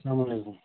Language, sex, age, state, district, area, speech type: Kashmiri, male, 18-30, Jammu and Kashmir, Bandipora, rural, conversation